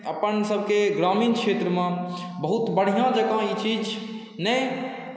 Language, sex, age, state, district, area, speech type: Maithili, male, 18-30, Bihar, Saharsa, rural, spontaneous